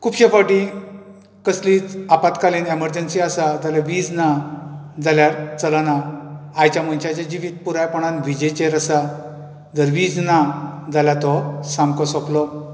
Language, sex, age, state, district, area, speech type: Goan Konkani, male, 45-60, Goa, Bardez, rural, spontaneous